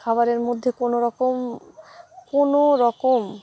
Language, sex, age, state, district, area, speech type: Bengali, female, 30-45, West Bengal, Malda, urban, spontaneous